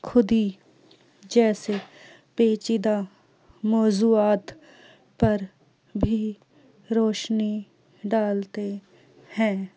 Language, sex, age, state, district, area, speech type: Urdu, female, 18-30, Delhi, Central Delhi, urban, spontaneous